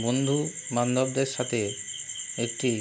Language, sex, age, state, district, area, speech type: Bengali, male, 30-45, West Bengal, Howrah, urban, spontaneous